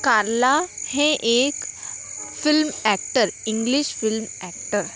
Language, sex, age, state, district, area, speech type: Goan Konkani, female, 18-30, Goa, Salcete, rural, spontaneous